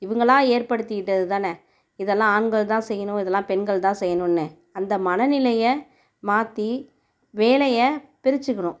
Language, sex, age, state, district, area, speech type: Tamil, female, 30-45, Tamil Nadu, Tiruvarur, rural, spontaneous